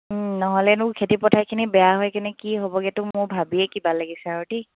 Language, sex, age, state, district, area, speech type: Assamese, female, 18-30, Assam, Dibrugarh, rural, conversation